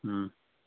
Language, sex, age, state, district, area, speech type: Manipuri, male, 18-30, Manipur, Kangpokpi, urban, conversation